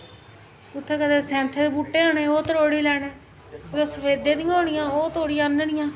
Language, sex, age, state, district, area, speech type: Dogri, female, 30-45, Jammu and Kashmir, Jammu, urban, spontaneous